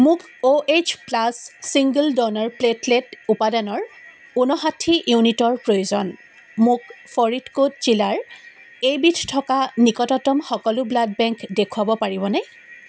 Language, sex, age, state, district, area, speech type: Assamese, female, 45-60, Assam, Dibrugarh, rural, read